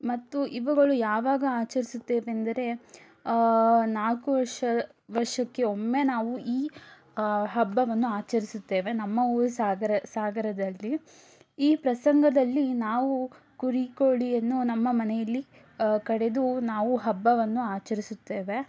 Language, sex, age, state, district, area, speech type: Kannada, female, 18-30, Karnataka, Shimoga, rural, spontaneous